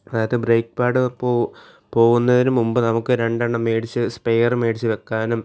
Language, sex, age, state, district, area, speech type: Malayalam, male, 18-30, Kerala, Alappuzha, rural, spontaneous